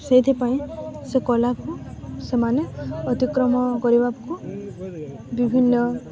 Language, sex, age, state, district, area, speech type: Odia, female, 18-30, Odisha, Balangir, urban, spontaneous